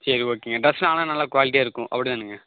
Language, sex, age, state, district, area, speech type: Tamil, male, 18-30, Tamil Nadu, Coimbatore, urban, conversation